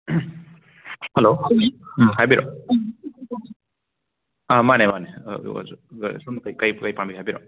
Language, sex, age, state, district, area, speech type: Manipuri, male, 18-30, Manipur, Imphal West, urban, conversation